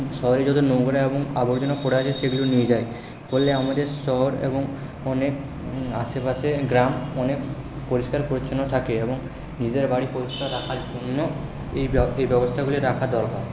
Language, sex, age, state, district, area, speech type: Bengali, male, 45-60, West Bengal, Purba Bardhaman, urban, spontaneous